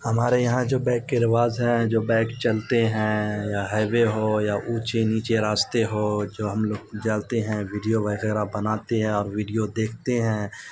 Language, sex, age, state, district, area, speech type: Urdu, male, 30-45, Bihar, Supaul, rural, spontaneous